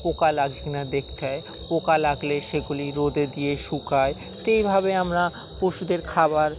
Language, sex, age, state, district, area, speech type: Bengali, male, 18-30, West Bengal, Dakshin Dinajpur, urban, spontaneous